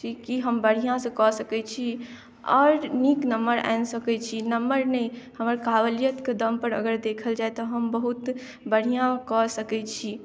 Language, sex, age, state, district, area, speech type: Maithili, female, 18-30, Bihar, Madhubani, rural, spontaneous